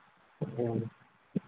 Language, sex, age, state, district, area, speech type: Manipuri, male, 45-60, Manipur, Imphal East, rural, conversation